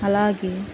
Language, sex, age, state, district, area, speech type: Telugu, female, 30-45, Andhra Pradesh, Guntur, rural, spontaneous